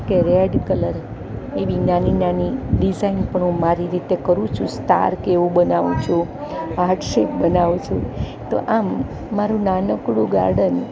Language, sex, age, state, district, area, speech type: Gujarati, female, 60+, Gujarat, Rajkot, urban, spontaneous